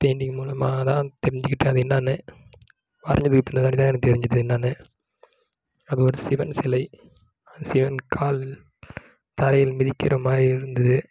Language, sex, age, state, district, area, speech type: Tamil, male, 18-30, Tamil Nadu, Kallakurichi, rural, spontaneous